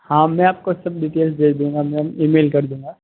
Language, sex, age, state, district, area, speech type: Hindi, male, 18-30, Rajasthan, Jodhpur, urban, conversation